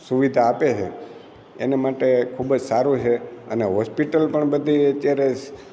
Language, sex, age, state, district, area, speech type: Gujarati, male, 60+, Gujarat, Amreli, rural, spontaneous